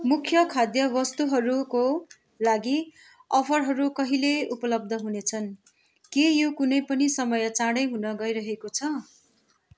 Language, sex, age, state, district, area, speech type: Nepali, female, 60+, West Bengal, Kalimpong, rural, read